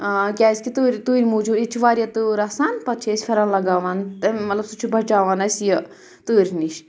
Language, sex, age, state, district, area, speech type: Kashmiri, female, 30-45, Jammu and Kashmir, Pulwama, urban, spontaneous